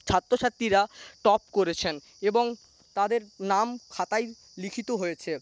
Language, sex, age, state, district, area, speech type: Bengali, male, 18-30, West Bengal, Paschim Medinipur, rural, spontaneous